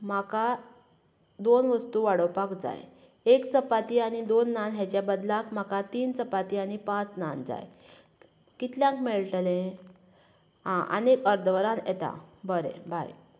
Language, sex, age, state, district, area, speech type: Goan Konkani, female, 30-45, Goa, Canacona, rural, spontaneous